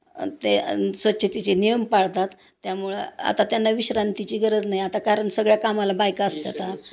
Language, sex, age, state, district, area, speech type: Marathi, female, 60+, Maharashtra, Osmanabad, rural, spontaneous